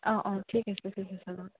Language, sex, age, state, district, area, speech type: Assamese, female, 30-45, Assam, Charaideo, urban, conversation